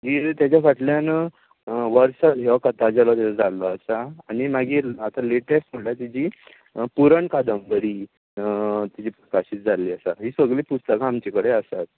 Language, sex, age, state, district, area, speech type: Goan Konkani, male, 45-60, Goa, Tiswadi, rural, conversation